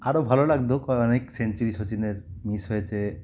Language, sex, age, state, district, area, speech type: Bengali, male, 30-45, West Bengal, Cooch Behar, urban, spontaneous